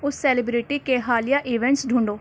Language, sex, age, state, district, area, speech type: Urdu, female, 18-30, Delhi, Central Delhi, urban, read